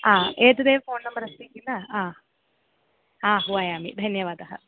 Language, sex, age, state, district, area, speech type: Sanskrit, female, 18-30, Kerala, Thiruvananthapuram, rural, conversation